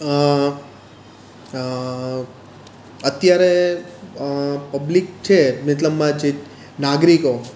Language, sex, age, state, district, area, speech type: Gujarati, male, 30-45, Gujarat, Surat, urban, spontaneous